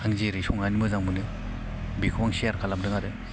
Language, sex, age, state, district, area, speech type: Bodo, male, 18-30, Assam, Baksa, rural, spontaneous